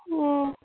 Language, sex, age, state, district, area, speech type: Kannada, female, 18-30, Karnataka, Davanagere, rural, conversation